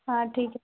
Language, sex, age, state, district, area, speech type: Marathi, female, 18-30, Maharashtra, Hingoli, urban, conversation